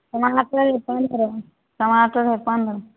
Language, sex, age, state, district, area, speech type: Maithili, female, 30-45, Bihar, Samastipur, rural, conversation